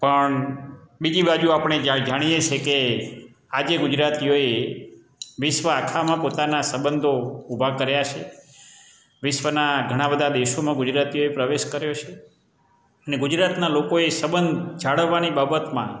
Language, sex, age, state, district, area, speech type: Gujarati, male, 45-60, Gujarat, Amreli, rural, spontaneous